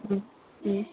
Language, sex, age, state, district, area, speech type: Bodo, female, 45-60, Assam, Kokrajhar, urban, conversation